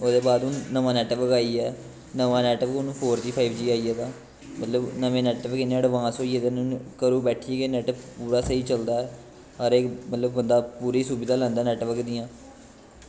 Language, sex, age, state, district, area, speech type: Dogri, male, 18-30, Jammu and Kashmir, Kathua, rural, spontaneous